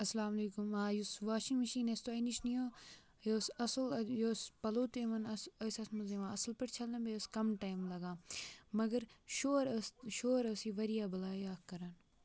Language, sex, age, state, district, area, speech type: Kashmiri, male, 18-30, Jammu and Kashmir, Kupwara, rural, spontaneous